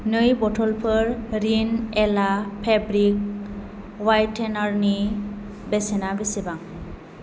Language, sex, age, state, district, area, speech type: Bodo, female, 18-30, Assam, Kokrajhar, urban, read